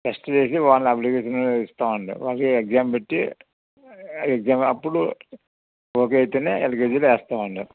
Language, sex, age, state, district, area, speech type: Telugu, male, 60+, Andhra Pradesh, Anakapalli, rural, conversation